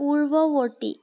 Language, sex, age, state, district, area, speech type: Assamese, female, 18-30, Assam, Charaideo, urban, read